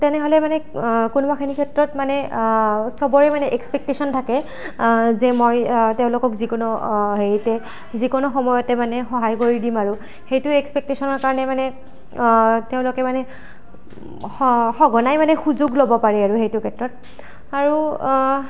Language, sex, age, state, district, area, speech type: Assamese, female, 18-30, Assam, Nalbari, rural, spontaneous